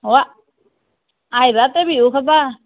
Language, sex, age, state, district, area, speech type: Assamese, female, 30-45, Assam, Nalbari, rural, conversation